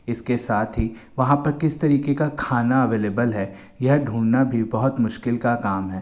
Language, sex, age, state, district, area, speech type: Hindi, male, 18-30, Madhya Pradesh, Bhopal, urban, spontaneous